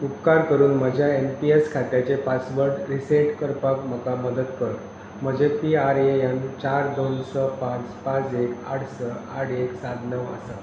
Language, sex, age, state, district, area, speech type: Goan Konkani, male, 30-45, Goa, Pernem, rural, read